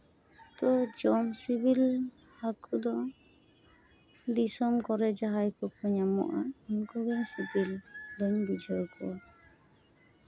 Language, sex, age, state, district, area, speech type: Santali, female, 30-45, West Bengal, Paschim Bardhaman, urban, spontaneous